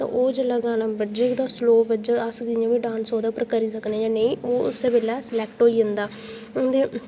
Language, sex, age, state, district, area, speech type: Dogri, female, 18-30, Jammu and Kashmir, Udhampur, rural, spontaneous